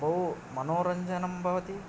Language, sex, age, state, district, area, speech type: Sanskrit, male, 18-30, Karnataka, Yadgir, urban, spontaneous